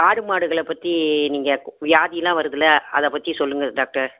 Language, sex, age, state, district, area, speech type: Tamil, female, 60+, Tamil Nadu, Tiruchirappalli, rural, conversation